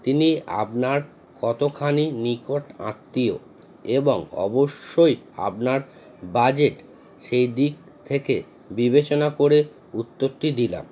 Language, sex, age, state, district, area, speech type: Bengali, male, 30-45, West Bengal, Howrah, urban, spontaneous